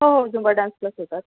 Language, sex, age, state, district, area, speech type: Marathi, female, 30-45, Maharashtra, Akola, urban, conversation